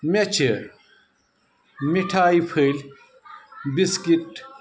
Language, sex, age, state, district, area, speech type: Kashmiri, male, 45-60, Jammu and Kashmir, Bandipora, rural, read